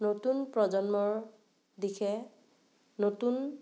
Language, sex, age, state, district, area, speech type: Assamese, female, 18-30, Assam, Morigaon, rural, spontaneous